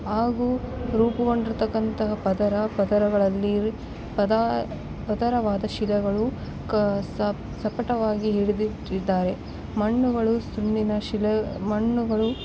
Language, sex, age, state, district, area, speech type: Kannada, female, 18-30, Karnataka, Bellary, rural, spontaneous